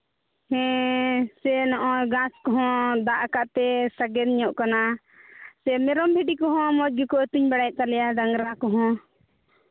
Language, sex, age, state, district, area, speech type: Santali, female, 30-45, Jharkhand, Pakur, rural, conversation